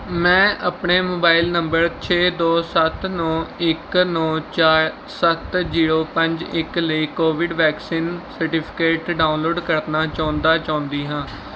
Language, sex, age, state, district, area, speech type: Punjabi, male, 18-30, Punjab, Mohali, rural, read